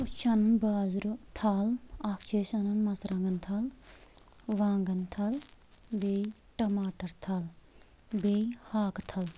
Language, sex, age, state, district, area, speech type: Kashmiri, female, 30-45, Jammu and Kashmir, Anantnag, rural, spontaneous